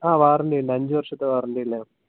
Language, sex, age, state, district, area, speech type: Malayalam, male, 18-30, Kerala, Wayanad, rural, conversation